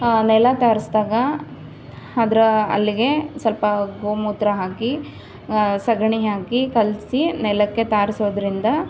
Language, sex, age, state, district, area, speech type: Kannada, female, 18-30, Karnataka, Chamarajanagar, rural, spontaneous